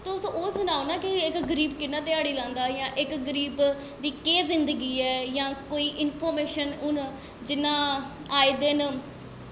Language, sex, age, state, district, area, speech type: Dogri, female, 18-30, Jammu and Kashmir, Jammu, urban, spontaneous